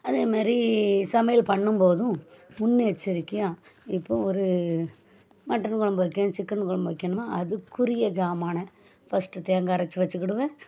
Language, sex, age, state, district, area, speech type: Tamil, female, 45-60, Tamil Nadu, Thoothukudi, rural, spontaneous